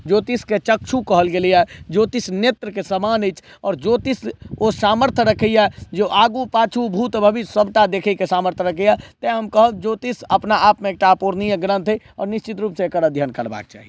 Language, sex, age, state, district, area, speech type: Maithili, male, 18-30, Bihar, Madhubani, rural, spontaneous